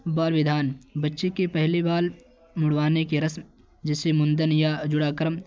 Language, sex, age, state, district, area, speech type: Urdu, male, 18-30, Uttar Pradesh, Balrampur, rural, spontaneous